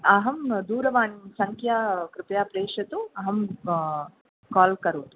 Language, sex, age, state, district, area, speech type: Sanskrit, female, 30-45, Tamil Nadu, Tiruchirappalli, urban, conversation